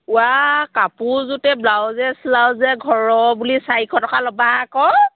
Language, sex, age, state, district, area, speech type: Assamese, female, 45-60, Assam, Sivasagar, rural, conversation